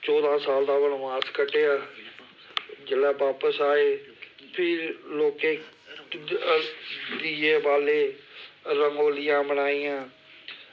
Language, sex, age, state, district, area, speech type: Dogri, male, 45-60, Jammu and Kashmir, Samba, rural, spontaneous